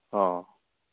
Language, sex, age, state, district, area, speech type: Assamese, male, 30-45, Assam, Charaideo, rural, conversation